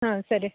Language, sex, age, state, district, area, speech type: Kannada, female, 18-30, Karnataka, Dakshina Kannada, rural, conversation